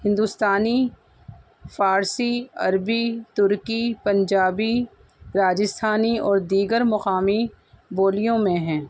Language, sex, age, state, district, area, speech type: Urdu, female, 45-60, Delhi, North East Delhi, urban, spontaneous